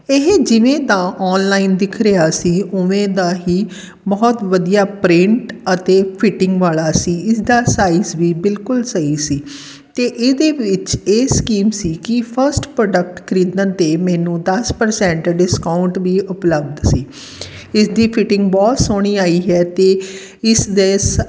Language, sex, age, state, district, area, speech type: Punjabi, female, 45-60, Punjab, Fatehgarh Sahib, rural, spontaneous